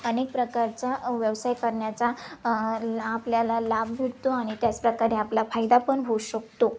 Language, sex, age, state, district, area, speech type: Marathi, female, 18-30, Maharashtra, Ahmednagar, rural, spontaneous